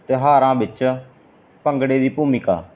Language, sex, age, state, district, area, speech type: Punjabi, male, 30-45, Punjab, Mansa, rural, spontaneous